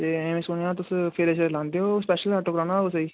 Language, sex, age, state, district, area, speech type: Dogri, male, 18-30, Jammu and Kashmir, Reasi, rural, conversation